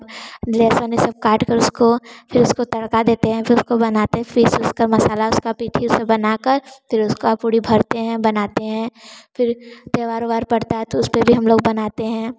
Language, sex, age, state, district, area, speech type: Hindi, female, 18-30, Uttar Pradesh, Varanasi, urban, spontaneous